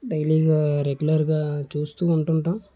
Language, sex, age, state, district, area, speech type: Telugu, male, 30-45, Andhra Pradesh, Vizianagaram, rural, spontaneous